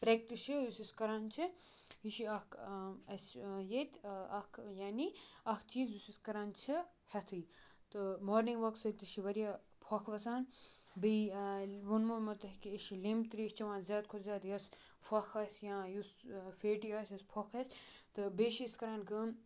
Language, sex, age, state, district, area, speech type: Kashmiri, male, 18-30, Jammu and Kashmir, Kupwara, rural, spontaneous